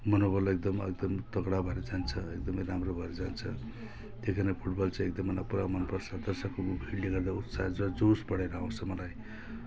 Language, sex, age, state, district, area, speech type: Nepali, male, 45-60, West Bengal, Jalpaiguri, rural, spontaneous